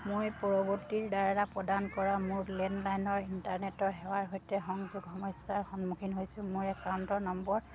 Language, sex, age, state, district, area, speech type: Assamese, female, 30-45, Assam, Sivasagar, rural, read